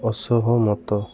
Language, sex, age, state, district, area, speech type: Odia, male, 30-45, Odisha, Koraput, urban, read